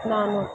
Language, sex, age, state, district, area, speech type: Kannada, female, 45-60, Karnataka, Kolar, rural, spontaneous